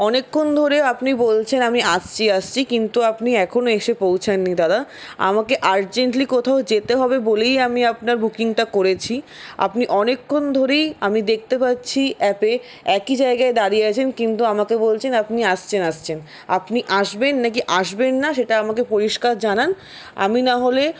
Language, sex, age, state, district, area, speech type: Bengali, female, 60+, West Bengal, Paschim Bardhaman, rural, spontaneous